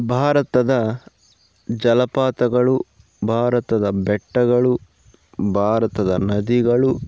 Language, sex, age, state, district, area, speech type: Kannada, male, 30-45, Karnataka, Kolar, rural, spontaneous